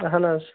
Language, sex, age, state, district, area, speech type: Kashmiri, male, 18-30, Jammu and Kashmir, Kulgam, urban, conversation